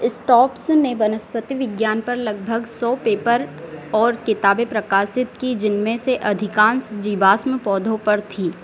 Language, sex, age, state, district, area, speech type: Hindi, female, 18-30, Madhya Pradesh, Harda, urban, read